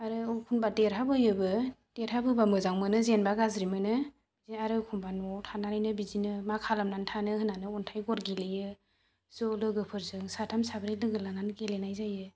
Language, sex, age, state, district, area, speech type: Bodo, female, 30-45, Assam, Chirang, rural, spontaneous